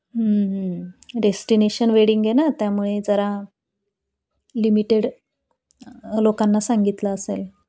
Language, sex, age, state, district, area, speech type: Marathi, female, 30-45, Maharashtra, Nashik, urban, spontaneous